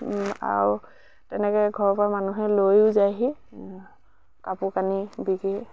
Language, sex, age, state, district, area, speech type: Assamese, female, 60+, Assam, Dibrugarh, rural, spontaneous